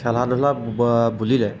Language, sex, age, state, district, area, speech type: Assamese, male, 18-30, Assam, Golaghat, urban, spontaneous